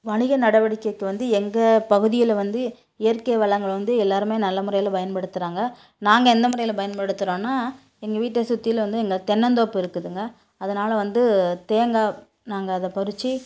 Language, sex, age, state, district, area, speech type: Tamil, female, 30-45, Tamil Nadu, Tiruppur, rural, spontaneous